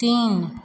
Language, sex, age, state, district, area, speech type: Hindi, female, 45-60, Bihar, Begusarai, rural, read